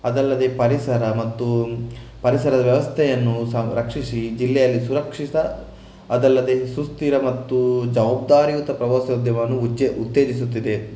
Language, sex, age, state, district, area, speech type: Kannada, male, 18-30, Karnataka, Shimoga, rural, spontaneous